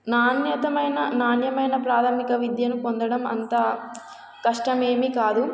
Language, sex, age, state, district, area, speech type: Telugu, female, 18-30, Telangana, Warangal, rural, spontaneous